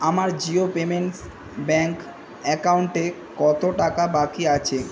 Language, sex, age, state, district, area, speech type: Bengali, male, 18-30, West Bengal, Kolkata, urban, read